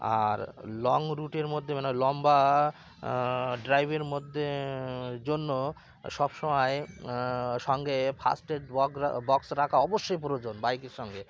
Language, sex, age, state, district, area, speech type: Bengali, male, 30-45, West Bengal, Cooch Behar, urban, spontaneous